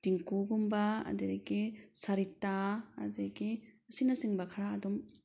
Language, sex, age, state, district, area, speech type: Manipuri, female, 30-45, Manipur, Thoubal, rural, spontaneous